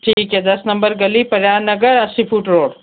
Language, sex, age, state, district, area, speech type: Hindi, female, 45-60, Rajasthan, Jodhpur, urban, conversation